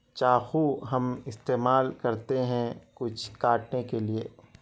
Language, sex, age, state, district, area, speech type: Urdu, male, 30-45, Telangana, Hyderabad, urban, spontaneous